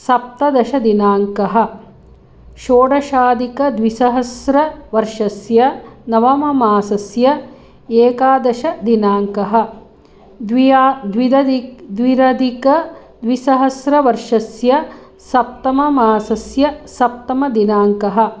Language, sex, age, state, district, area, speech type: Sanskrit, female, 45-60, Karnataka, Hassan, rural, spontaneous